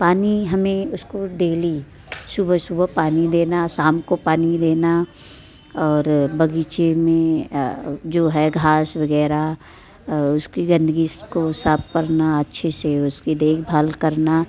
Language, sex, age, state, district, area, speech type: Hindi, female, 30-45, Uttar Pradesh, Mirzapur, rural, spontaneous